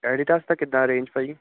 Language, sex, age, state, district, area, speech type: Punjabi, male, 18-30, Punjab, Gurdaspur, urban, conversation